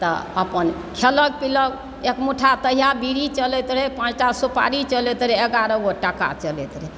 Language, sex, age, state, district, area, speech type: Maithili, male, 60+, Bihar, Supaul, rural, spontaneous